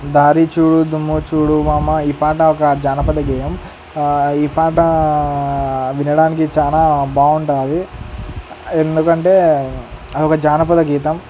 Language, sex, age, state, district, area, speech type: Telugu, male, 18-30, Andhra Pradesh, Sri Satya Sai, urban, spontaneous